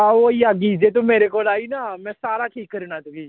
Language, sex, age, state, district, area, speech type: Dogri, male, 18-30, Jammu and Kashmir, Samba, rural, conversation